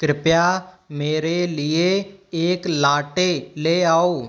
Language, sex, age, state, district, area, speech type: Hindi, male, 45-60, Rajasthan, Karauli, rural, read